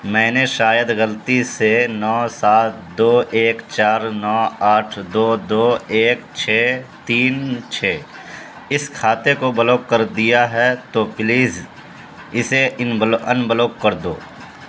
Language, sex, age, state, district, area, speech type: Urdu, male, 30-45, Bihar, Supaul, rural, read